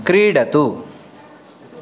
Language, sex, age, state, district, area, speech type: Sanskrit, male, 18-30, Karnataka, Uttara Kannada, rural, read